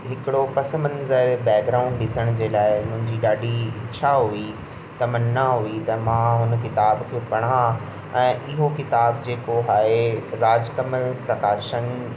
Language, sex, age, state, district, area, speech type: Sindhi, male, 18-30, Rajasthan, Ajmer, urban, spontaneous